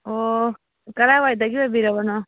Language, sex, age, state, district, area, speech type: Manipuri, female, 45-60, Manipur, Churachandpur, urban, conversation